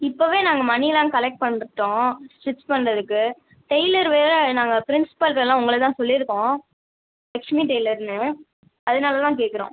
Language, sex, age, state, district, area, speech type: Tamil, female, 18-30, Tamil Nadu, Pudukkottai, rural, conversation